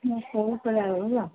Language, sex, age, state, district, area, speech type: Hindi, female, 18-30, Rajasthan, Karauli, rural, conversation